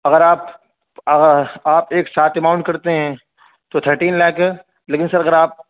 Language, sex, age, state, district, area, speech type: Urdu, male, 18-30, Uttar Pradesh, Saharanpur, urban, conversation